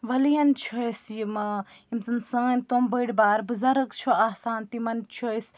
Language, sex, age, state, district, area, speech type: Kashmiri, female, 18-30, Jammu and Kashmir, Bandipora, rural, spontaneous